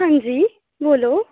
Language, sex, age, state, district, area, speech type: Dogri, female, 18-30, Jammu and Kashmir, Kathua, rural, conversation